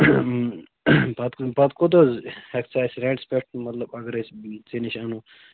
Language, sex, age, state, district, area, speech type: Kashmiri, male, 18-30, Jammu and Kashmir, Bandipora, rural, conversation